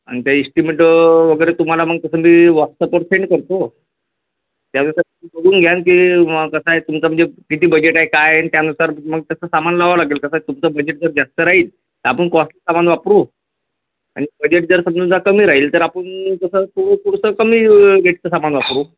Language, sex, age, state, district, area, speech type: Marathi, female, 30-45, Maharashtra, Nagpur, rural, conversation